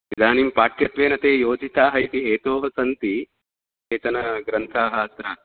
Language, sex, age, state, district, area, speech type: Sanskrit, male, 30-45, Karnataka, Udupi, rural, conversation